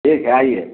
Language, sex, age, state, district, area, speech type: Hindi, male, 60+, Bihar, Muzaffarpur, rural, conversation